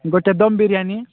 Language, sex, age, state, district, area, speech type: Odia, male, 45-60, Odisha, Nabarangpur, rural, conversation